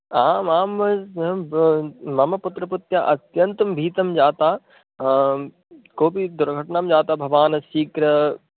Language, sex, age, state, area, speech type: Sanskrit, male, 18-30, Madhya Pradesh, urban, conversation